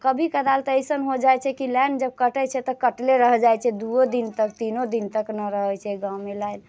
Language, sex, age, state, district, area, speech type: Maithili, female, 30-45, Bihar, Muzaffarpur, rural, spontaneous